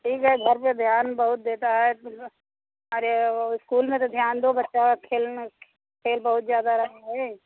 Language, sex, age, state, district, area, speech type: Hindi, female, 30-45, Uttar Pradesh, Bhadohi, rural, conversation